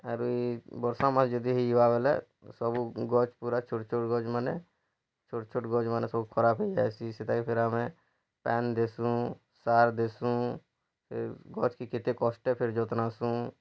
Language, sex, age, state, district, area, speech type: Odia, male, 30-45, Odisha, Bargarh, rural, spontaneous